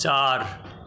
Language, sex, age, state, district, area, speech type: Bengali, male, 60+, West Bengal, Purba Bardhaman, rural, read